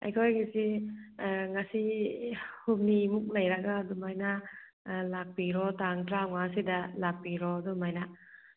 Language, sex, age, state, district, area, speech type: Manipuri, female, 45-60, Manipur, Churachandpur, rural, conversation